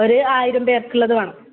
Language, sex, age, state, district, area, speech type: Malayalam, female, 18-30, Kerala, Kasaragod, rural, conversation